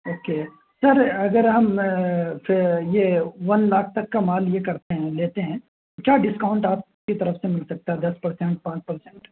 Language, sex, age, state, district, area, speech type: Urdu, male, 18-30, Delhi, North West Delhi, urban, conversation